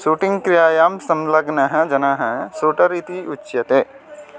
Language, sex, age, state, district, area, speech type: Sanskrit, male, 18-30, Odisha, Balangir, rural, read